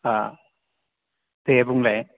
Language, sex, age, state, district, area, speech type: Bodo, male, 18-30, Assam, Baksa, rural, conversation